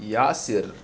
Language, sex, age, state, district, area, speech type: Urdu, male, 18-30, Delhi, South Delhi, urban, spontaneous